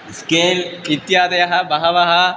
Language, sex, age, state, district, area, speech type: Sanskrit, male, 18-30, Tamil Nadu, Viluppuram, rural, spontaneous